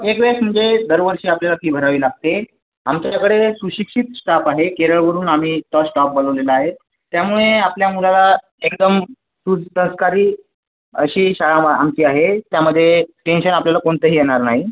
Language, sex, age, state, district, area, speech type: Marathi, male, 18-30, Maharashtra, Washim, rural, conversation